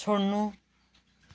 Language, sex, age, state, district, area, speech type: Nepali, female, 60+, West Bengal, Kalimpong, rural, read